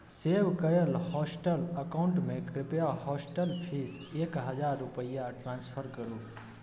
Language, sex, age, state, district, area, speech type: Maithili, male, 18-30, Bihar, Darbhanga, rural, read